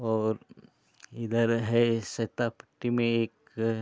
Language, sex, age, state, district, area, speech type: Hindi, male, 45-60, Uttar Pradesh, Ghazipur, rural, spontaneous